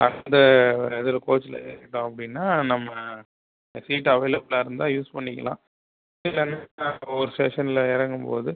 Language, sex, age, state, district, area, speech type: Tamil, male, 30-45, Tamil Nadu, Pudukkottai, rural, conversation